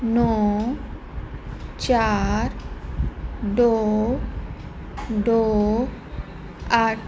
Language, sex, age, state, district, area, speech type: Punjabi, female, 30-45, Punjab, Fazilka, rural, read